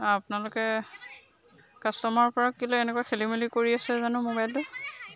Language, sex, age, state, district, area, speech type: Assamese, female, 30-45, Assam, Lakhimpur, urban, spontaneous